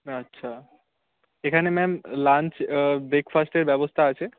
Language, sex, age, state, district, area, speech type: Bengali, male, 18-30, West Bengal, Paschim Medinipur, rural, conversation